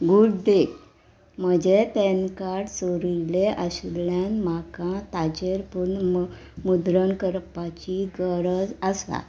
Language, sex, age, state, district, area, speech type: Goan Konkani, female, 45-60, Goa, Murmgao, urban, read